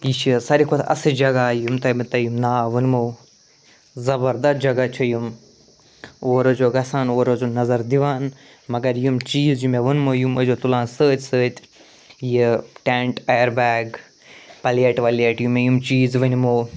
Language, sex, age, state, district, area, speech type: Kashmiri, male, 45-60, Jammu and Kashmir, Ganderbal, urban, spontaneous